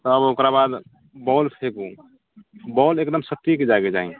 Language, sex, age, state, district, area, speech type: Maithili, male, 30-45, Bihar, Sitamarhi, urban, conversation